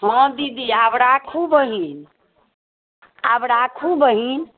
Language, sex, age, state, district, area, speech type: Maithili, female, 60+, Bihar, Darbhanga, rural, conversation